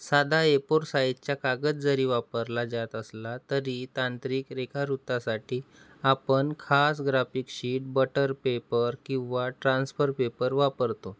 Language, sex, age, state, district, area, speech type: Marathi, male, 18-30, Maharashtra, Nagpur, rural, spontaneous